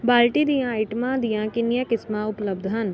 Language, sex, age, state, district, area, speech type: Punjabi, female, 18-30, Punjab, Ludhiana, rural, read